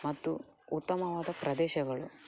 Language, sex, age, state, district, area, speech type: Kannada, male, 18-30, Karnataka, Dakshina Kannada, rural, spontaneous